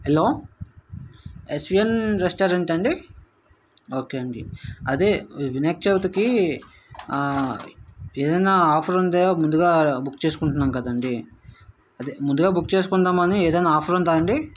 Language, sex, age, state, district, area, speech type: Telugu, male, 45-60, Andhra Pradesh, Vizianagaram, rural, spontaneous